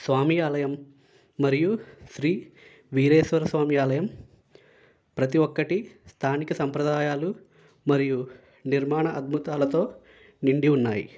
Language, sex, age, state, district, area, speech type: Telugu, male, 18-30, Andhra Pradesh, Konaseema, rural, spontaneous